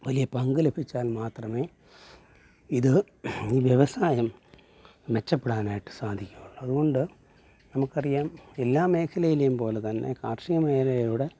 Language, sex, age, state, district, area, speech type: Malayalam, male, 45-60, Kerala, Alappuzha, urban, spontaneous